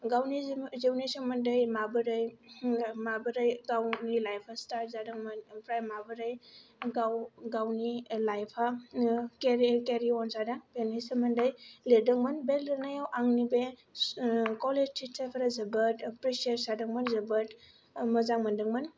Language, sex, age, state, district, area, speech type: Bodo, female, 18-30, Assam, Kokrajhar, rural, spontaneous